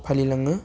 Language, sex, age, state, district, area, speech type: Bodo, male, 18-30, Assam, Udalguri, urban, spontaneous